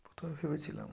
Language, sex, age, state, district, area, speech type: Bengali, male, 30-45, West Bengal, North 24 Parganas, rural, spontaneous